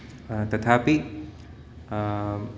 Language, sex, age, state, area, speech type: Sanskrit, male, 30-45, Uttar Pradesh, urban, spontaneous